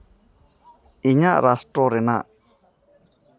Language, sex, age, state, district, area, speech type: Santali, male, 30-45, West Bengal, Malda, rural, spontaneous